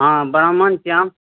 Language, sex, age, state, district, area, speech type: Maithili, male, 18-30, Bihar, Supaul, rural, conversation